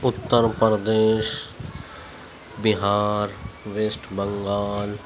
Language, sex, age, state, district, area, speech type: Urdu, male, 18-30, Uttar Pradesh, Gautam Buddha Nagar, rural, spontaneous